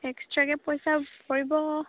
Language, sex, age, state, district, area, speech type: Assamese, female, 18-30, Assam, Golaghat, urban, conversation